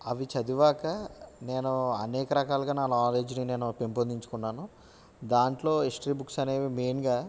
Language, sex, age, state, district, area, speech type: Telugu, male, 30-45, Andhra Pradesh, West Godavari, rural, spontaneous